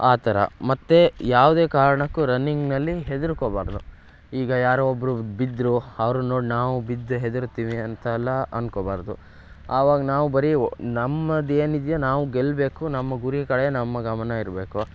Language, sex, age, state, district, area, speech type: Kannada, male, 18-30, Karnataka, Shimoga, rural, spontaneous